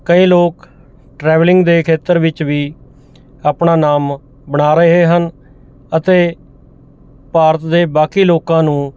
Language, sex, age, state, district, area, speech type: Punjabi, male, 45-60, Punjab, Mohali, urban, spontaneous